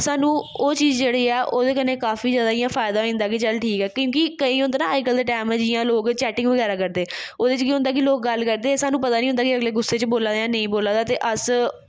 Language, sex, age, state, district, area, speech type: Dogri, female, 18-30, Jammu and Kashmir, Jammu, urban, spontaneous